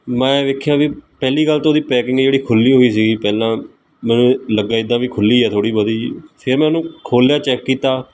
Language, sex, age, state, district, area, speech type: Punjabi, male, 18-30, Punjab, Kapurthala, rural, spontaneous